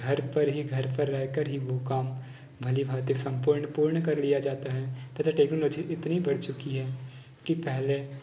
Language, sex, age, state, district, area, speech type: Hindi, male, 45-60, Madhya Pradesh, Balaghat, rural, spontaneous